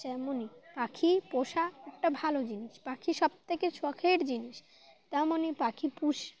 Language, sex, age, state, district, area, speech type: Bengali, female, 18-30, West Bengal, Dakshin Dinajpur, urban, spontaneous